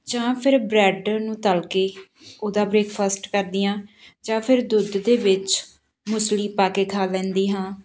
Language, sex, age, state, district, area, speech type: Punjabi, female, 30-45, Punjab, Patiala, rural, spontaneous